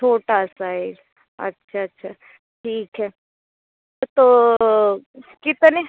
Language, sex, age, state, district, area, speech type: Hindi, female, 30-45, Uttar Pradesh, Bhadohi, rural, conversation